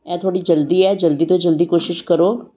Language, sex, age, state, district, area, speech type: Punjabi, female, 60+, Punjab, Amritsar, urban, spontaneous